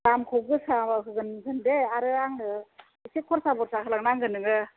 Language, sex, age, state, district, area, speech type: Bodo, female, 60+, Assam, Chirang, urban, conversation